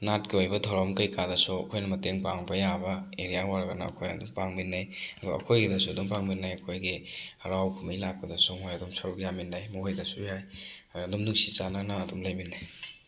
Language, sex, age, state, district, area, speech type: Manipuri, male, 18-30, Manipur, Thoubal, rural, spontaneous